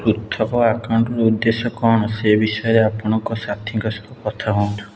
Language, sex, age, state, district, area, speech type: Odia, male, 18-30, Odisha, Puri, urban, read